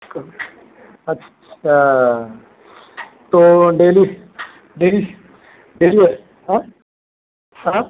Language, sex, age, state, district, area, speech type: Hindi, male, 30-45, Uttar Pradesh, Mau, urban, conversation